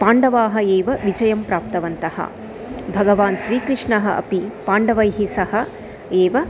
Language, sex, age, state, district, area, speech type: Sanskrit, female, 30-45, Andhra Pradesh, Chittoor, urban, spontaneous